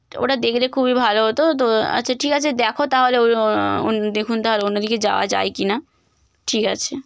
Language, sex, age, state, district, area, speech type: Bengali, female, 18-30, West Bengal, Bankura, urban, spontaneous